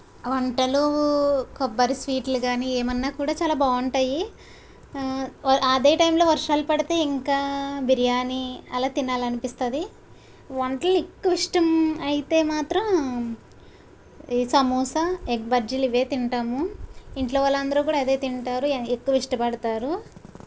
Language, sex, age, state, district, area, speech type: Telugu, female, 30-45, Andhra Pradesh, Kakinada, rural, spontaneous